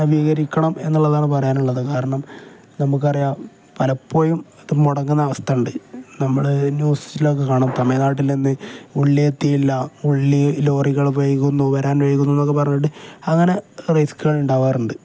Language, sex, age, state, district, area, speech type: Malayalam, male, 18-30, Kerala, Kozhikode, rural, spontaneous